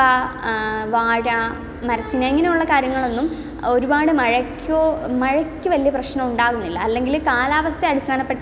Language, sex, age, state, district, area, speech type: Malayalam, female, 18-30, Kerala, Kottayam, rural, spontaneous